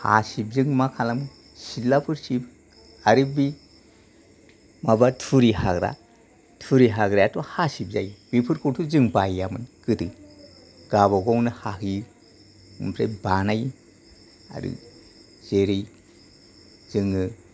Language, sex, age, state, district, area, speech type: Bodo, male, 60+, Assam, Kokrajhar, urban, spontaneous